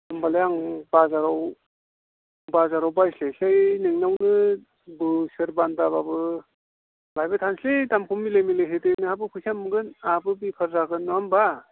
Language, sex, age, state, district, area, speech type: Bodo, male, 45-60, Assam, Udalguri, rural, conversation